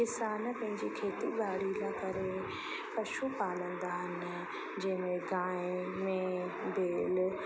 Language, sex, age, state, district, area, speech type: Sindhi, female, 30-45, Rajasthan, Ajmer, urban, spontaneous